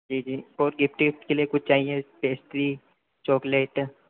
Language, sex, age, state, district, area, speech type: Hindi, male, 30-45, Madhya Pradesh, Harda, urban, conversation